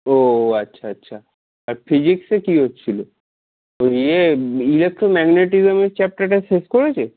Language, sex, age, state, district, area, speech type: Bengali, male, 30-45, West Bengal, Darjeeling, urban, conversation